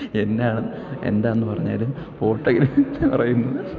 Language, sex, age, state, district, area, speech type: Malayalam, male, 18-30, Kerala, Idukki, rural, spontaneous